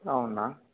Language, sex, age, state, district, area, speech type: Telugu, male, 18-30, Telangana, Mahabubabad, urban, conversation